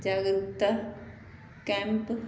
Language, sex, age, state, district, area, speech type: Punjabi, female, 60+, Punjab, Fazilka, rural, read